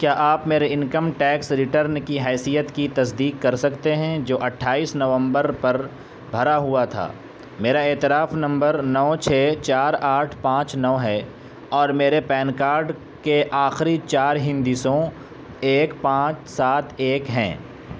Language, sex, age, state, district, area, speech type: Urdu, male, 18-30, Uttar Pradesh, Saharanpur, urban, read